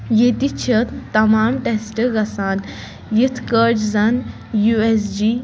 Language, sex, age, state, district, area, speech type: Kashmiri, female, 18-30, Jammu and Kashmir, Kulgam, rural, spontaneous